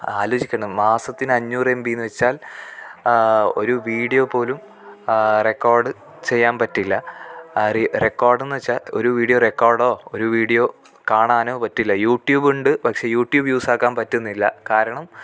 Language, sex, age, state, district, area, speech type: Malayalam, male, 18-30, Kerala, Kasaragod, rural, spontaneous